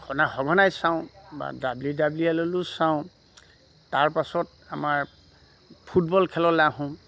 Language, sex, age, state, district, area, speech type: Assamese, male, 30-45, Assam, Lakhimpur, urban, spontaneous